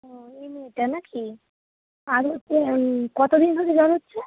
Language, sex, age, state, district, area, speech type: Bengali, female, 30-45, West Bengal, North 24 Parganas, rural, conversation